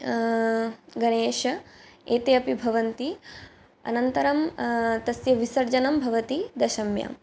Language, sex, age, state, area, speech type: Sanskrit, female, 18-30, Assam, rural, spontaneous